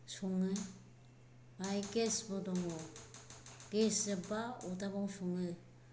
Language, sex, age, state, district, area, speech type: Bodo, female, 45-60, Assam, Kokrajhar, rural, spontaneous